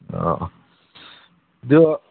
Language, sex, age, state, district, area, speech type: Manipuri, male, 45-60, Manipur, Kangpokpi, urban, conversation